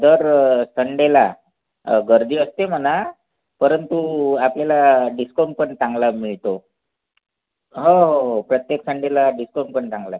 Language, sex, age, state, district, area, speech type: Marathi, male, 45-60, Maharashtra, Wardha, urban, conversation